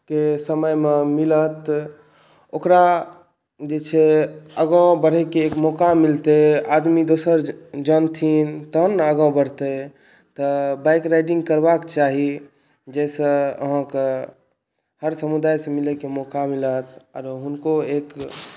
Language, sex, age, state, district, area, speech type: Maithili, male, 18-30, Bihar, Saharsa, urban, spontaneous